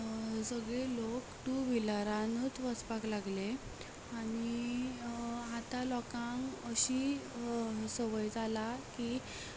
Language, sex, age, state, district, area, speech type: Goan Konkani, female, 18-30, Goa, Ponda, rural, spontaneous